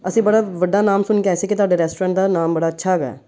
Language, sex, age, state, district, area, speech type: Punjabi, female, 45-60, Punjab, Amritsar, urban, spontaneous